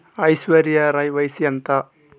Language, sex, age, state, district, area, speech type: Telugu, male, 18-30, Andhra Pradesh, Sri Balaji, rural, read